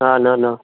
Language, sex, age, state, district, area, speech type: Sindhi, male, 30-45, Gujarat, Kutch, rural, conversation